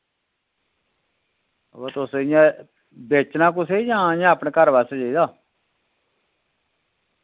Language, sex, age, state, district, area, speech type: Dogri, male, 45-60, Jammu and Kashmir, Reasi, rural, conversation